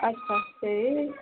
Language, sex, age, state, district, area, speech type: Odia, female, 60+, Odisha, Gajapati, rural, conversation